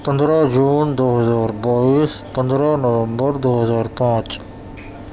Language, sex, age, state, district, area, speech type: Urdu, male, 18-30, Delhi, Central Delhi, urban, spontaneous